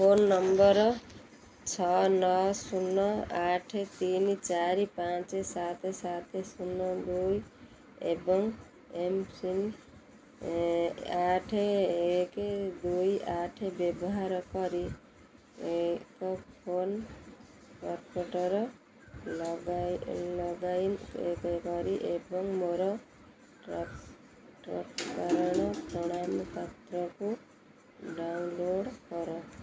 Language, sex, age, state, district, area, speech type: Odia, female, 30-45, Odisha, Kendrapara, urban, read